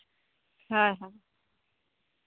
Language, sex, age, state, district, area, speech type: Santali, female, 30-45, Jharkhand, Seraikela Kharsawan, rural, conversation